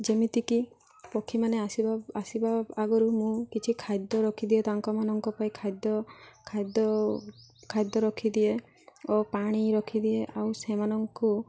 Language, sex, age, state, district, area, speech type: Odia, female, 18-30, Odisha, Malkangiri, urban, spontaneous